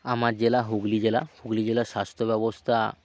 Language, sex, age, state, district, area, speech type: Bengali, male, 30-45, West Bengal, Hooghly, rural, spontaneous